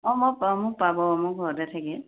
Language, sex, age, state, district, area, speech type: Assamese, female, 45-60, Assam, Majuli, rural, conversation